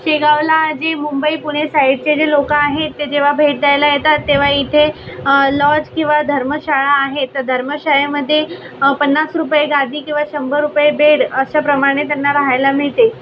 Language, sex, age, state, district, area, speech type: Marathi, female, 18-30, Maharashtra, Buldhana, rural, spontaneous